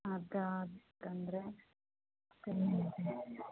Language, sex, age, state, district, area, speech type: Kannada, female, 30-45, Karnataka, Chitradurga, rural, conversation